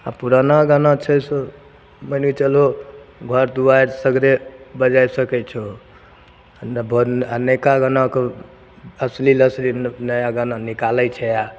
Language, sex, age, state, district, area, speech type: Maithili, male, 30-45, Bihar, Begusarai, urban, spontaneous